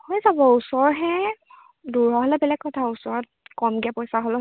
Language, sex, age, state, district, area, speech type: Assamese, female, 18-30, Assam, Charaideo, urban, conversation